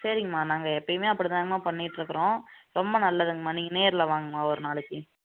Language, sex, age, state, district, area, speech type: Tamil, female, 18-30, Tamil Nadu, Namakkal, rural, conversation